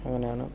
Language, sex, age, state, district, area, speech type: Malayalam, male, 45-60, Kerala, Kasaragod, rural, spontaneous